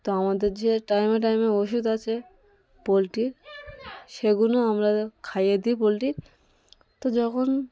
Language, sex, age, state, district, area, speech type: Bengali, female, 18-30, West Bengal, Cooch Behar, urban, spontaneous